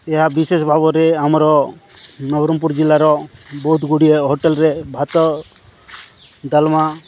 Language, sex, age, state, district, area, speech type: Odia, male, 45-60, Odisha, Nabarangpur, rural, spontaneous